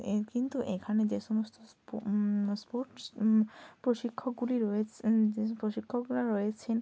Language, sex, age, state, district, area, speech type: Bengali, female, 18-30, West Bengal, Bankura, urban, spontaneous